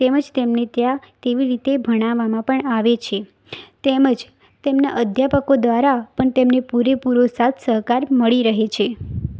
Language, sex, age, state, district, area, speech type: Gujarati, female, 18-30, Gujarat, Mehsana, rural, spontaneous